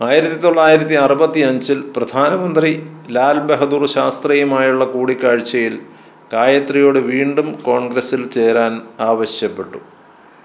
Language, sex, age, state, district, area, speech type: Malayalam, male, 60+, Kerala, Kottayam, rural, read